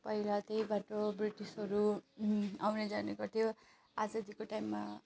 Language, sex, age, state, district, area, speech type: Nepali, female, 30-45, West Bengal, Alipurduar, rural, spontaneous